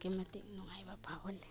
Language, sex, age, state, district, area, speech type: Manipuri, female, 30-45, Manipur, Imphal East, rural, spontaneous